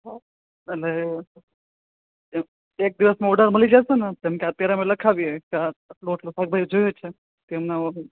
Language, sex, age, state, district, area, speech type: Gujarati, male, 18-30, Gujarat, Ahmedabad, urban, conversation